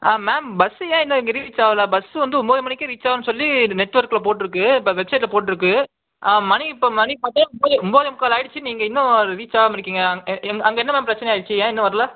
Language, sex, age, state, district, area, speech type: Tamil, male, 30-45, Tamil Nadu, Cuddalore, urban, conversation